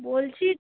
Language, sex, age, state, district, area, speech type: Bengali, female, 30-45, West Bengal, Darjeeling, urban, conversation